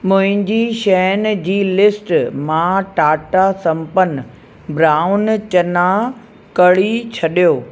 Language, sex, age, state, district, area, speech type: Sindhi, female, 45-60, Uttar Pradesh, Lucknow, urban, read